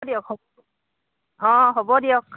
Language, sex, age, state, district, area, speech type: Assamese, female, 45-60, Assam, Dhemaji, rural, conversation